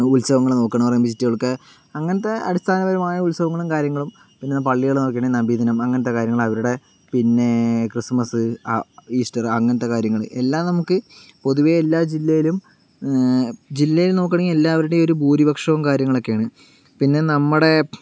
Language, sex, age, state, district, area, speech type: Malayalam, male, 18-30, Kerala, Palakkad, rural, spontaneous